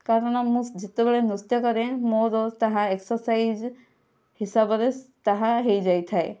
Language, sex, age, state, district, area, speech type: Odia, female, 18-30, Odisha, Kandhamal, rural, spontaneous